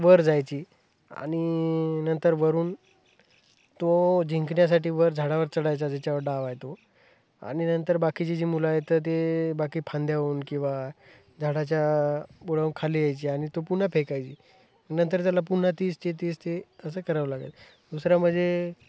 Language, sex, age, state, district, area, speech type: Marathi, male, 18-30, Maharashtra, Hingoli, urban, spontaneous